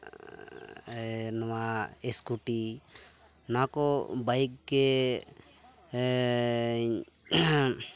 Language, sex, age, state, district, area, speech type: Santali, male, 18-30, West Bengal, Purulia, rural, spontaneous